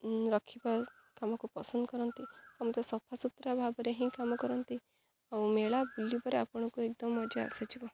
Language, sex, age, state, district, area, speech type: Odia, female, 18-30, Odisha, Jagatsinghpur, rural, spontaneous